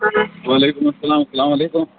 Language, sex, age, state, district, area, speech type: Kashmiri, male, 30-45, Jammu and Kashmir, Bandipora, rural, conversation